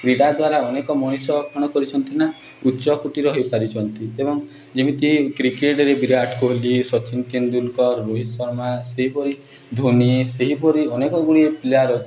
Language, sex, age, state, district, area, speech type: Odia, male, 18-30, Odisha, Nuapada, urban, spontaneous